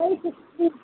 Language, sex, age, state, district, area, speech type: Urdu, female, 30-45, Bihar, Supaul, rural, conversation